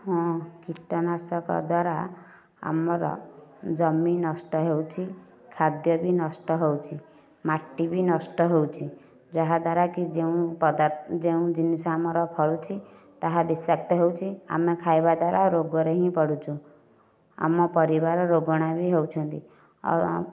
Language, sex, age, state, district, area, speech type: Odia, female, 30-45, Odisha, Nayagarh, rural, spontaneous